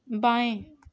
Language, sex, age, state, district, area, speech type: Hindi, female, 18-30, Uttar Pradesh, Azamgarh, rural, read